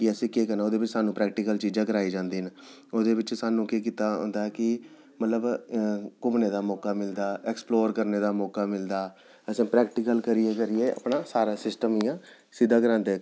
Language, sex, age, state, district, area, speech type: Dogri, male, 30-45, Jammu and Kashmir, Jammu, urban, spontaneous